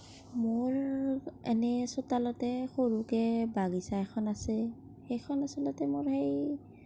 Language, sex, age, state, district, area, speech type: Assamese, female, 30-45, Assam, Kamrup Metropolitan, rural, spontaneous